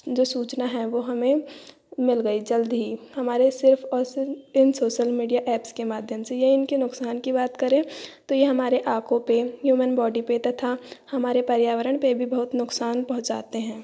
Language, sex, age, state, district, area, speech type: Hindi, female, 30-45, Madhya Pradesh, Balaghat, rural, spontaneous